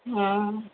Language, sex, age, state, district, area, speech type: Odia, female, 30-45, Odisha, Sundergarh, urban, conversation